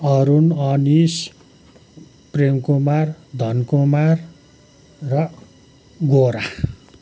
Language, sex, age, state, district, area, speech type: Nepali, male, 60+, West Bengal, Kalimpong, rural, spontaneous